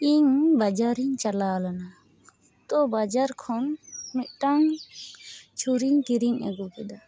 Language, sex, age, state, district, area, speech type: Santali, female, 30-45, West Bengal, Paschim Bardhaman, urban, spontaneous